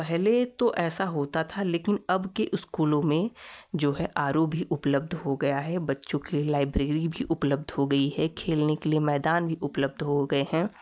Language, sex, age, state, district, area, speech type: Hindi, male, 18-30, Uttar Pradesh, Prayagraj, rural, spontaneous